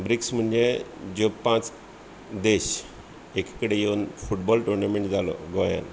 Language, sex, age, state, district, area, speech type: Goan Konkani, male, 45-60, Goa, Bardez, rural, spontaneous